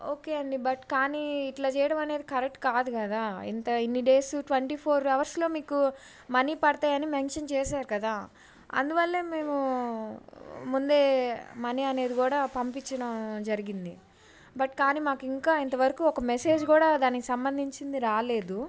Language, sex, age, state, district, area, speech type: Telugu, female, 18-30, Andhra Pradesh, Bapatla, urban, spontaneous